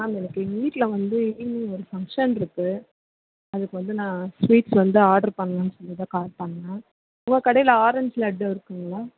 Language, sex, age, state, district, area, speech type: Tamil, female, 18-30, Tamil Nadu, Chennai, urban, conversation